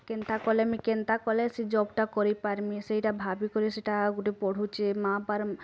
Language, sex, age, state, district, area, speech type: Odia, female, 18-30, Odisha, Bargarh, rural, spontaneous